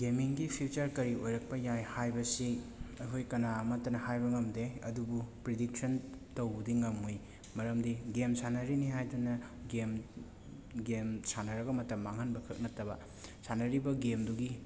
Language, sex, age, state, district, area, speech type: Manipuri, male, 30-45, Manipur, Imphal West, urban, spontaneous